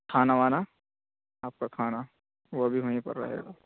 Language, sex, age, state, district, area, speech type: Urdu, male, 18-30, Uttar Pradesh, Saharanpur, urban, conversation